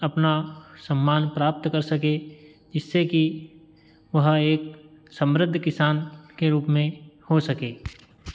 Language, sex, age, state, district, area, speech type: Hindi, male, 30-45, Madhya Pradesh, Ujjain, rural, spontaneous